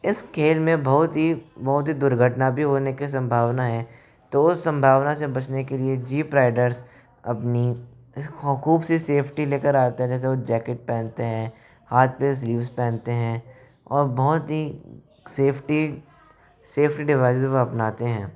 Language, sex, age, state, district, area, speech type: Hindi, male, 18-30, Rajasthan, Jaipur, urban, spontaneous